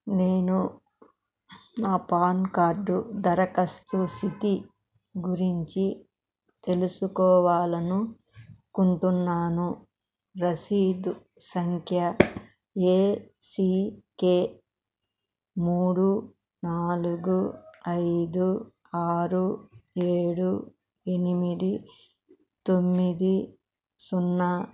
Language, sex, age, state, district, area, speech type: Telugu, female, 60+, Andhra Pradesh, Krishna, urban, read